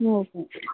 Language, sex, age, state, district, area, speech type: Odia, female, 45-60, Odisha, Sundergarh, rural, conversation